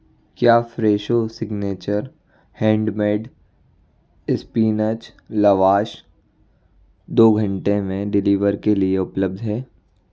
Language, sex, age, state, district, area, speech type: Hindi, male, 60+, Madhya Pradesh, Bhopal, urban, read